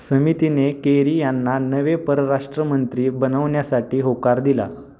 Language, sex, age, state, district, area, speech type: Marathi, male, 18-30, Maharashtra, Pune, urban, read